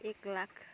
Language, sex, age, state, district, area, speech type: Nepali, female, 30-45, West Bengal, Kalimpong, rural, spontaneous